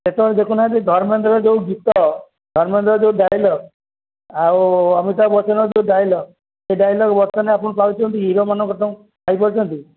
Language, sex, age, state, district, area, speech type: Odia, male, 60+, Odisha, Jagatsinghpur, rural, conversation